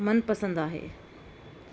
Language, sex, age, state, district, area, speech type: Sindhi, female, 30-45, Maharashtra, Thane, urban, spontaneous